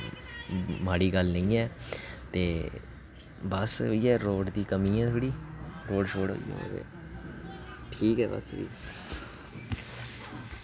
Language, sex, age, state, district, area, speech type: Dogri, male, 18-30, Jammu and Kashmir, Reasi, rural, spontaneous